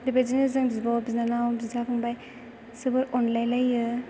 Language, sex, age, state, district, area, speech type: Bodo, female, 18-30, Assam, Chirang, urban, spontaneous